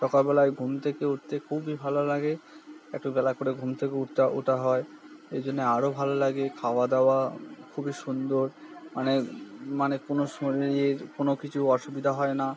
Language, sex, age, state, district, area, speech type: Bengali, male, 45-60, West Bengal, Purba Bardhaman, urban, spontaneous